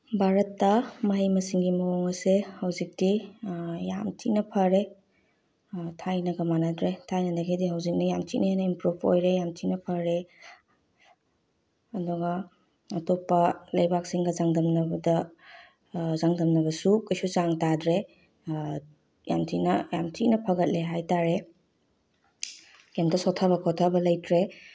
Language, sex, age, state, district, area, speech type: Manipuri, female, 30-45, Manipur, Bishnupur, rural, spontaneous